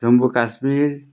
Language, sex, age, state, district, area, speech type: Nepali, male, 60+, West Bengal, Darjeeling, rural, spontaneous